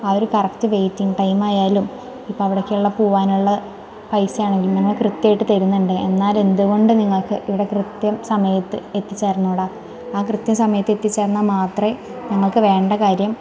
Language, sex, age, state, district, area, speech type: Malayalam, female, 18-30, Kerala, Thrissur, urban, spontaneous